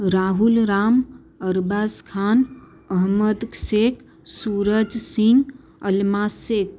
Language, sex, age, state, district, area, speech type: Gujarati, female, 30-45, Gujarat, Ahmedabad, urban, spontaneous